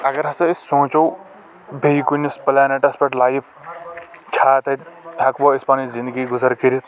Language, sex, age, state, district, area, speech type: Kashmiri, male, 18-30, Jammu and Kashmir, Kulgam, rural, spontaneous